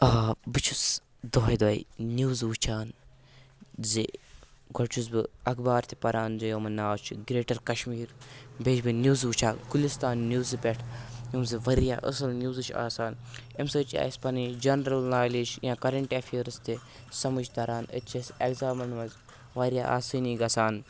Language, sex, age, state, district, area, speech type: Kashmiri, male, 18-30, Jammu and Kashmir, Kupwara, rural, spontaneous